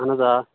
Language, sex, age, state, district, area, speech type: Kashmiri, male, 18-30, Jammu and Kashmir, Shopian, rural, conversation